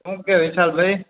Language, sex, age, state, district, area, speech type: Gujarati, male, 18-30, Gujarat, Morbi, urban, conversation